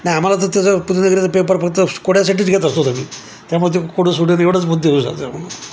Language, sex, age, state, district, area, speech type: Marathi, male, 60+, Maharashtra, Nanded, rural, spontaneous